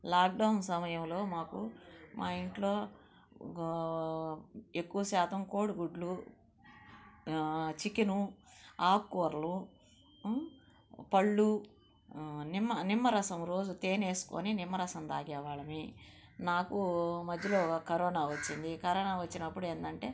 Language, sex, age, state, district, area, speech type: Telugu, female, 45-60, Andhra Pradesh, Nellore, rural, spontaneous